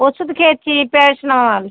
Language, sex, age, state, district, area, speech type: Bengali, female, 30-45, West Bengal, Murshidabad, rural, conversation